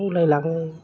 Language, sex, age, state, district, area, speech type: Bodo, female, 45-60, Assam, Kokrajhar, urban, spontaneous